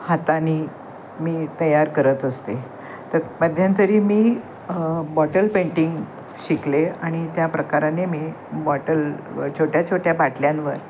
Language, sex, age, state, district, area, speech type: Marathi, female, 60+, Maharashtra, Thane, urban, spontaneous